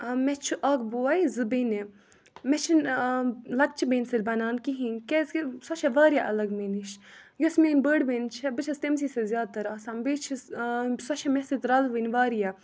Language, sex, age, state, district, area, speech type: Kashmiri, female, 18-30, Jammu and Kashmir, Budgam, rural, spontaneous